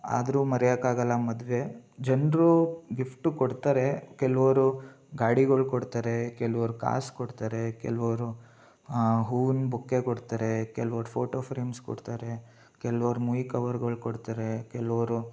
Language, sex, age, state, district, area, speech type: Kannada, male, 18-30, Karnataka, Mysore, urban, spontaneous